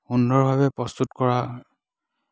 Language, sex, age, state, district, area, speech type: Assamese, male, 30-45, Assam, Dibrugarh, rural, spontaneous